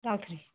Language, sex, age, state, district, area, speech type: Manipuri, female, 45-60, Manipur, Imphal West, urban, conversation